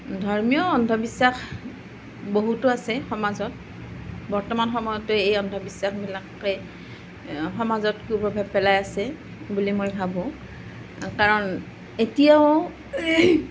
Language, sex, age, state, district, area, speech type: Assamese, female, 45-60, Assam, Nalbari, rural, spontaneous